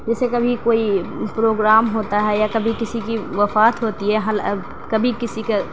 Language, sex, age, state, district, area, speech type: Urdu, female, 18-30, Delhi, South Delhi, urban, spontaneous